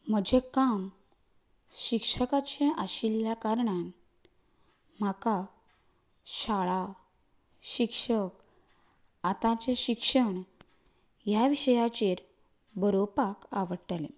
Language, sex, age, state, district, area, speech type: Goan Konkani, female, 30-45, Goa, Canacona, rural, spontaneous